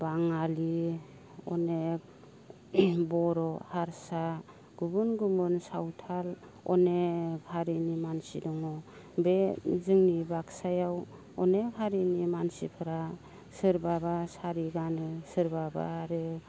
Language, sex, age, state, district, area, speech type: Bodo, female, 18-30, Assam, Baksa, rural, spontaneous